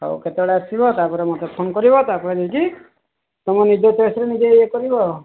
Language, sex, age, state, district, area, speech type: Odia, male, 45-60, Odisha, Sambalpur, rural, conversation